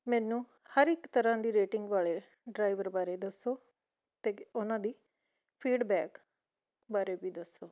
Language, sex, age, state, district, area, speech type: Punjabi, female, 45-60, Punjab, Fatehgarh Sahib, rural, spontaneous